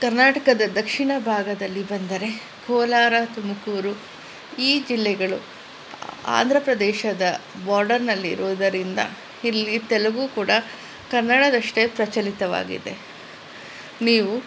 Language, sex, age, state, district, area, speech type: Kannada, female, 45-60, Karnataka, Kolar, urban, spontaneous